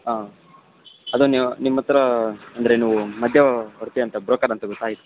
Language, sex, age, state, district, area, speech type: Kannada, male, 18-30, Karnataka, Kolar, rural, conversation